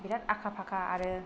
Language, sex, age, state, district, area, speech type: Bodo, female, 30-45, Assam, Kokrajhar, rural, spontaneous